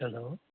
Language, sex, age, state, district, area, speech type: Nepali, male, 60+, West Bengal, Kalimpong, rural, conversation